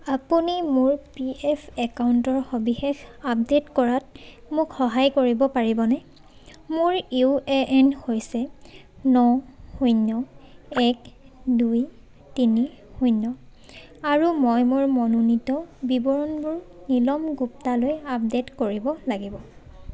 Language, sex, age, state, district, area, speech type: Assamese, female, 18-30, Assam, Charaideo, rural, read